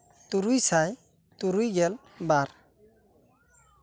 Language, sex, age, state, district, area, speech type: Santali, male, 18-30, West Bengal, Bankura, rural, spontaneous